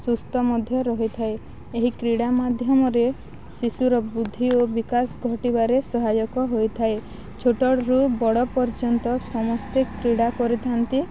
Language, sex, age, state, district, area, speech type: Odia, female, 18-30, Odisha, Balangir, urban, spontaneous